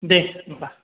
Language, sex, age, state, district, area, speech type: Bodo, male, 30-45, Assam, Chirang, rural, conversation